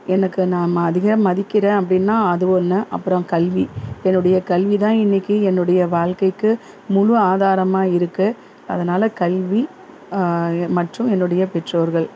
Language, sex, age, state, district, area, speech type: Tamil, female, 45-60, Tamil Nadu, Salem, rural, spontaneous